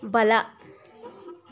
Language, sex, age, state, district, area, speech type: Kannada, female, 45-60, Karnataka, Tumkur, rural, read